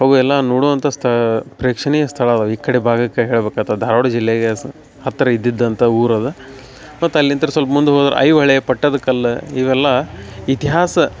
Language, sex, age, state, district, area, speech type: Kannada, male, 30-45, Karnataka, Dharwad, rural, spontaneous